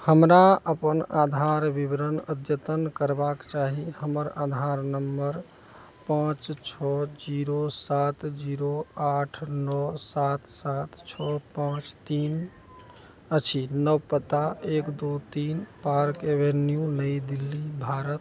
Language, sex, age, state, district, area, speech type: Maithili, male, 45-60, Bihar, Araria, rural, read